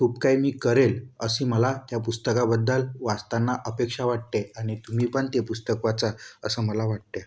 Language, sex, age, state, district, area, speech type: Marathi, male, 18-30, Maharashtra, Wardha, urban, spontaneous